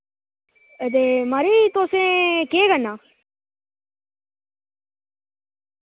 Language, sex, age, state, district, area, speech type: Dogri, male, 18-30, Jammu and Kashmir, Reasi, rural, conversation